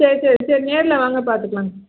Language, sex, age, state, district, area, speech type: Tamil, female, 30-45, Tamil Nadu, Namakkal, rural, conversation